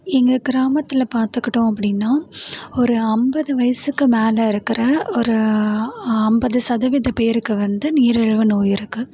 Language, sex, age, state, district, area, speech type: Tamil, female, 18-30, Tamil Nadu, Tiruvarur, rural, spontaneous